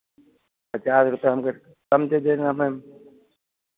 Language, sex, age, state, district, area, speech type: Hindi, male, 45-60, Uttar Pradesh, Lucknow, rural, conversation